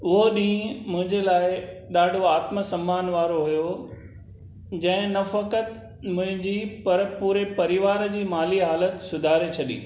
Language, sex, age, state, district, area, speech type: Sindhi, male, 60+, Maharashtra, Thane, urban, spontaneous